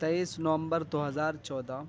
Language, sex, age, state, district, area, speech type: Urdu, male, 18-30, Uttar Pradesh, Gautam Buddha Nagar, rural, spontaneous